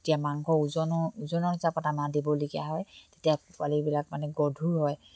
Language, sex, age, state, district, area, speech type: Assamese, female, 45-60, Assam, Dibrugarh, rural, spontaneous